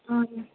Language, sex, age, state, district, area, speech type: Telugu, female, 18-30, Andhra Pradesh, Kadapa, rural, conversation